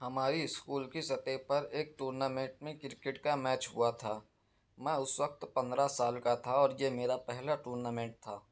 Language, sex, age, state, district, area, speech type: Urdu, male, 18-30, Maharashtra, Nashik, rural, spontaneous